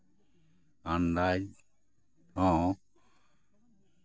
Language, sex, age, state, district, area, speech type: Santali, male, 60+, West Bengal, Bankura, rural, spontaneous